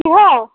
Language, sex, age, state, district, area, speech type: Assamese, female, 45-60, Assam, Dhemaji, rural, conversation